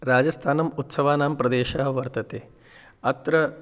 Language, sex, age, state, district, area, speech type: Sanskrit, male, 45-60, Rajasthan, Jaipur, urban, spontaneous